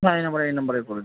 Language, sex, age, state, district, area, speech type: Bengali, male, 30-45, West Bengal, Kolkata, urban, conversation